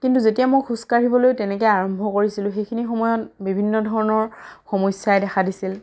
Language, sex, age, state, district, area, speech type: Assamese, female, 30-45, Assam, Dhemaji, rural, spontaneous